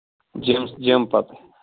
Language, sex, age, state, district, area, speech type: Kashmiri, male, 18-30, Jammu and Kashmir, Ganderbal, rural, conversation